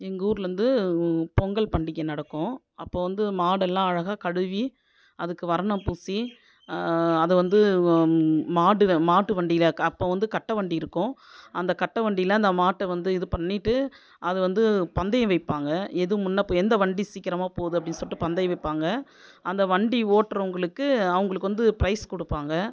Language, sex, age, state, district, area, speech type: Tamil, female, 45-60, Tamil Nadu, Viluppuram, urban, spontaneous